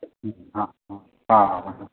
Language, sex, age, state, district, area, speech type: Malayalam, male, 45-60, Kerala, Kottayam, rural, conversation